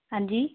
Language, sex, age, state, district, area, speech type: Punjabi, female, 18-30, Punjab, Muktsar, rural, conversation